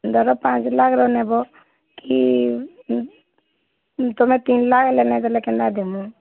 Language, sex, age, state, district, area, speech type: Odia, female, 30-45, Odisha, Bargarh, urban, conversation